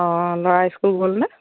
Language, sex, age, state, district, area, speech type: Assamese, female, 45-60, Assam, Dhemaji, rural, conversation